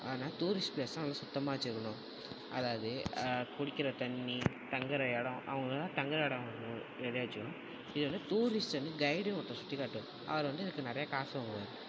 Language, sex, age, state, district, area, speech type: Tamil, male, 18-30, Tamil Nadu, Tiruvarur, urban, spontaneous